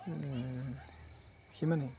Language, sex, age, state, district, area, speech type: Assamese, male, 18-30, Assam, Charaideo, rural, spontaneous